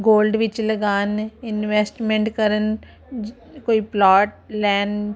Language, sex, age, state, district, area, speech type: Punjabi, female, 45-60, Punjab, Ludhiana, urban, spontaneous